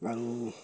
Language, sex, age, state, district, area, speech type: Assamese, male, 60+, Assam, Dibrugarh, rural, spontaneous